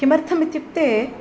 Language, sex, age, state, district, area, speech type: Sanskrit, female, 60+, Tamil Nadu, Chennai, urban, spontaneous